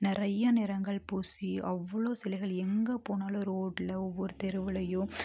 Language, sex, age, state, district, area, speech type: Tamil, female, 30-45, Tamil Nadu, Tiruppur, rural, spontaneous